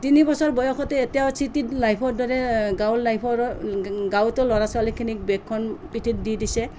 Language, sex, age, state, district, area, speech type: Assamese, female, 45-60, Assam, Nalbari, rural, spontaneous